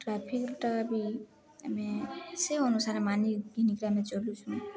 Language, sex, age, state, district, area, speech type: Odia, female, 18-30, Odisha, Subarnapur, urban, spontaneous